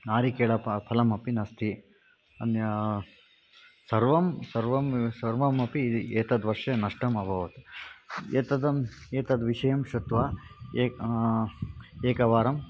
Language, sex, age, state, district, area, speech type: Sanskrit, male, 45-60, Karnataka, Shimoga, rural, spontaneous